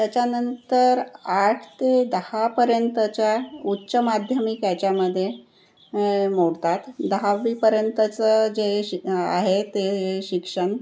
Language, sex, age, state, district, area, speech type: Marathi, female, 60+, Maharashtra, Nagpur, urban, spontaneous